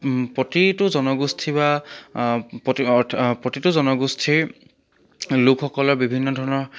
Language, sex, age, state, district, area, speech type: Assamese, male, 18-30, Assam, Charaideo, urban, spontaneous